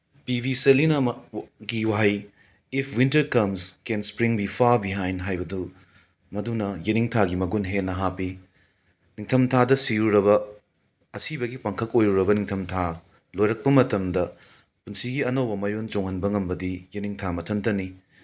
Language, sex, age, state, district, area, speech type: Manipuri, male, 60+, Manipur, Imphal West, urban, spontaneous